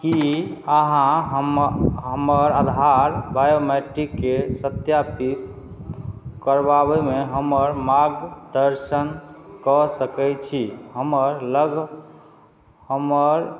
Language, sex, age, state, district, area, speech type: Maithili, male, 45-60, Bihar, Madhubani, rural, read